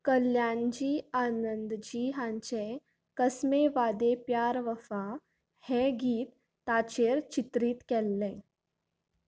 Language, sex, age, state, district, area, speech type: Goan Konkani, female, 18-30, Goa, Canacona, rural, read